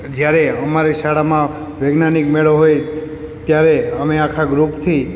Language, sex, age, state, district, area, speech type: Gujarati, male, 30-45, Gujarat, Morbi, urban, spontaneous